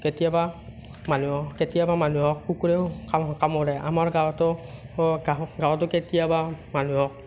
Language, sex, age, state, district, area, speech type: Assamese, male, 30-45, Assam, Morigaon, rural, spontaneous